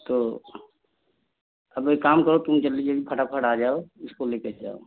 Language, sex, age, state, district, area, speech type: Hindi, male, 30-45, Uttar Pradesh, Jaunpur, rural, conversation